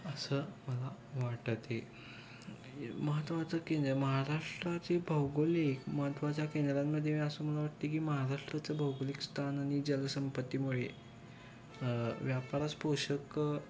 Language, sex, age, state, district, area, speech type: Marathi, male, 18-30, Maharashtra, Kolhapur, urban, spontaneous